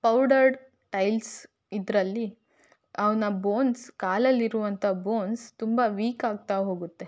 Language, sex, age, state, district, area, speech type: Kannada, female, 18-30, Karnataka, Davanagere, rural, spontaneous